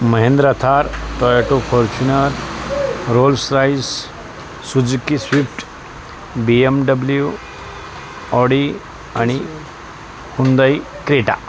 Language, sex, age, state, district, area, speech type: Marathi, male, 45-60, Maharashtra, Osmanabad, rural, spontaneous